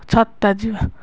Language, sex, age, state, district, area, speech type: Odia, female, 18-30, Odisha, Kendrapara, urban, spontaneous